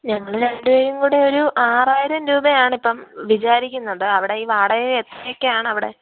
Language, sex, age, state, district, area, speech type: Malayalam, female, 18-30, Kerala, Pathanamthitta, rural, conversation